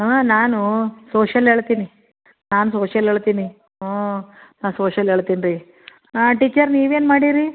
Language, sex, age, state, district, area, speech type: Kannada, female, 45-60, Karnataka, Gulbarga, urban, conversation